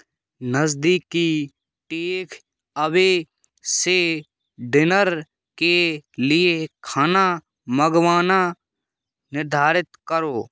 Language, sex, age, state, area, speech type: Hindi, male, 18-30, Rajasthan, rural, read